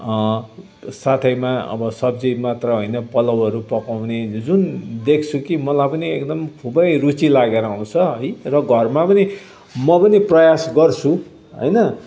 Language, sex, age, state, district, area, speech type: Nepali, male, 60+, West Bengal, Kalimpong, rural, spontaneous